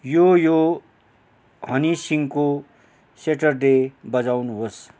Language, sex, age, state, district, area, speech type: Nepali, male, 60+, West Bengal, Kalimpong, rural, read